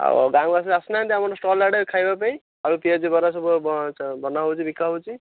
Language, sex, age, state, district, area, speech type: Odia, male, 30-45, Odisha, Ganjam, urban, conversation